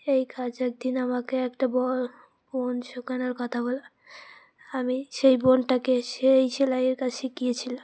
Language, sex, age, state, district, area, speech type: Bengali, female, 18-30, West Bengal, Uttar Dinajpur, urban, spontaneous